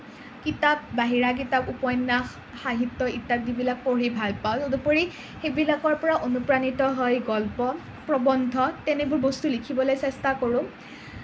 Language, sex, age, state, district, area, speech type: Assamese, other, 18-30, Assam, Nalbari, rural, spontaneous